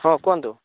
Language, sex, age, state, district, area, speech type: Odia, male, 18-30, Odisha, Bhadrak, rural, conversation